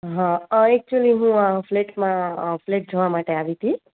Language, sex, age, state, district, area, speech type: Gujarati, female, 30-45, Gujarat, Rajkot, urban, conversation